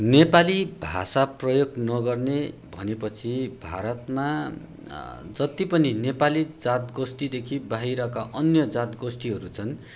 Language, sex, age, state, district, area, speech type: Nepali, male, 30-45, West Bengal, Darjeeling, rural, spontaneous